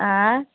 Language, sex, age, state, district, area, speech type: Maithili, female, 45-60, Bihar, Madhepura, rural, conversation